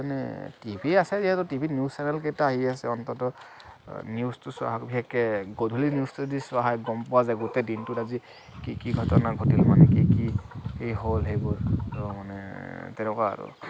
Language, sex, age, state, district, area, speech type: Assamese, male, 45-60, Assam, Kamrup Metropolitan, urban, spontaneous